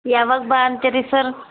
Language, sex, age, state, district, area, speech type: Kannada, female, 30-45, Karnataka, Bidar, urban, conversation